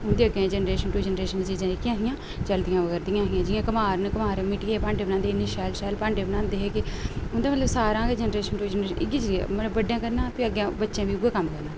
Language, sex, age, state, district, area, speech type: Dogri, female, 30-45, Jammu and Kashmir, Udhampur, urban, spontaneous